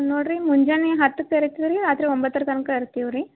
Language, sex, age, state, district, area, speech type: Kannada, female, 18-30, Karnataka, Gulbarga, urban, conversation